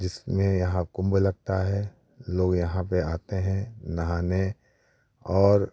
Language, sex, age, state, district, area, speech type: Hindi, male, 45-60, Uttar Pradesh, Prayagraj, urban, spontaneous